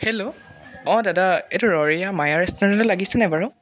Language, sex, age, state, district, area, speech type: Assamese, male, 18-30, Assam, Jorhat, urban, spontaneous